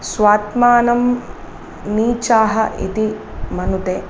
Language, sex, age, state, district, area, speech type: Sanskrit, female, 30-45, Tamil Nadu, Chennai, urban, spontaneous